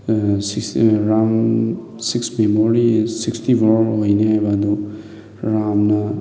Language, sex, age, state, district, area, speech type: Manipuri, male, 30-45, Manipur, Thoubal, rural, spontaneous